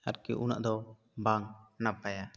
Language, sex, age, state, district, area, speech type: Santali, male, 18-30, West Bengal, Bankura, rural, spontaneous